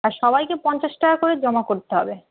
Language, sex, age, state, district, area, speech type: Bengali, female, 18-30, West Bengal, Malda, urban, conversation